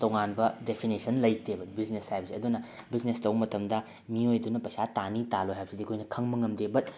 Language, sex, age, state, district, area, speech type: Manipuri, male, 18-30, Manipur, Bishnupur, rural, spontaneous